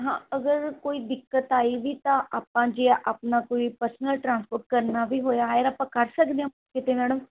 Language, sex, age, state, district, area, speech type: Punjabi, female, 30-45, Punjab, Mansa, urban, conversation